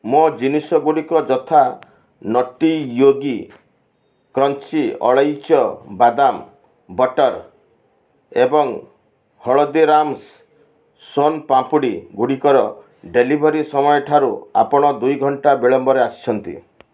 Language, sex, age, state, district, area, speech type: Odia, male, 60+, Odisha, Balasore, rural, read